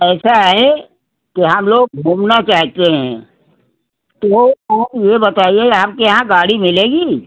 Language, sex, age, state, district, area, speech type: Hindi, male, 60+, Uttar Pradesh, Hardoi, rural, conversation